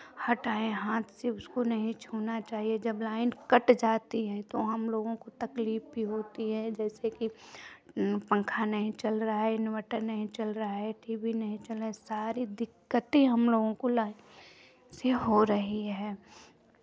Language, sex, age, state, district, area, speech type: Hindi, female, 30-45, Uttar Pradesh, Chandauli, urban, spontaneous